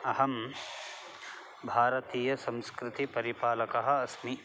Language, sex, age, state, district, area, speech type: Sanskrit, male, 30-45, Karnataka, Bangalore Urban, urban, spontaneous